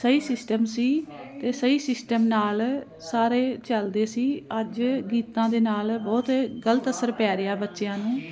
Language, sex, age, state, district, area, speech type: Punjabi, female, 45-60, Punjab, Jalandhar, urban, spontaneous